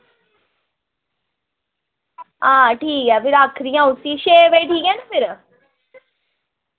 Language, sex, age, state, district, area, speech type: Dogri, female, 18-30, Jammu and Kashmir, Udhampur, rural, conversation